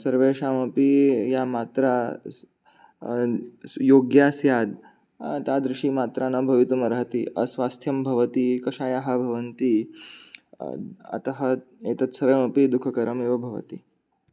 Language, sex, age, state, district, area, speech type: Sanskrit, male, 18-30, Maharashtra, Mumbai City, urban, spontaneous